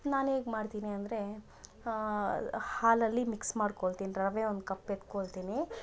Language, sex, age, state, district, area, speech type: Kannada, female, 18-30, Karnataka, Bangalore Rural, rural, spontaneous